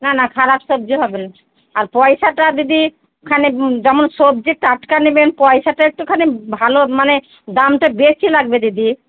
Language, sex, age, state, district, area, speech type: Bengali, female, 30-45, West Bengal, Murshidabad, rural, conversation